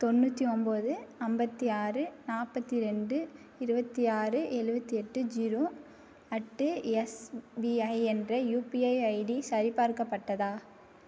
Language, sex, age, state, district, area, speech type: Tamil, female, 18-30, Tamil Nadu, Mayiladuthurai, urban, read